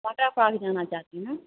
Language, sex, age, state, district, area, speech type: Hindi, female, 30-45, Bihar, Begusarai, rural, conversation